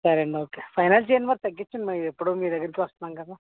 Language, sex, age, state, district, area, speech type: Telugu, male, 30-45, Andhra Pradesh, West Godavari, rural, conversation